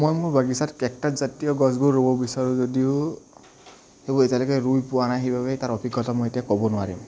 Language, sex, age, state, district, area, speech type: Assamese, male, 18-30, Assam, Kamrup Metropolitan, urban, spontaneous